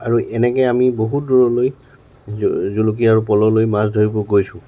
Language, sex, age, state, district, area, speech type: Assamese, male, 60+, Assam, Tinsukia, rural, spontaneous